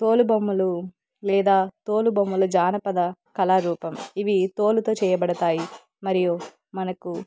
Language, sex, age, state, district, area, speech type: Telugu, female, 30-45, Andhra Pradesh, Nandyal, urban, spontaneous